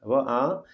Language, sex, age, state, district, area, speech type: Malayalam, male, 30-45, Kerala, Kasaragod, rural, spontaneous